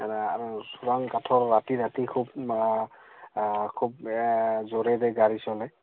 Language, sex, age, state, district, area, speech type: Assamese, male, 30-45, Assam, Goalpara, urban, conversation